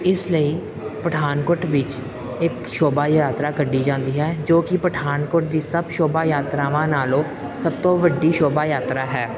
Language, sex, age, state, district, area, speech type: Punjabi, male, 18-30, Punjab, Pathankot, urban, spontaneous